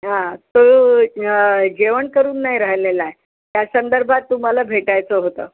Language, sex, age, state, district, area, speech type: Marathi, female, 60+, Maharashtra, Yavatmal, urban, conversation